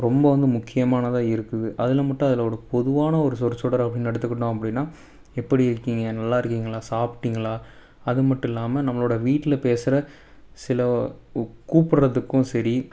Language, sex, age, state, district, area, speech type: Tamil, male, 18-30, Tamil Nadu, Tiruppur, rural, spontaneous